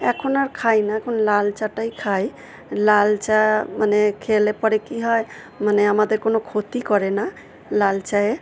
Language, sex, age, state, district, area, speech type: Bengali, female, 45-60, West Bengal, Purba Bardhaman, rural, spontaneous